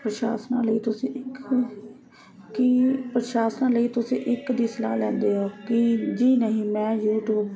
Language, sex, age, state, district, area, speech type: Punjabi, female, 30-45, Punjab, Ludhiana, urban, spontaneous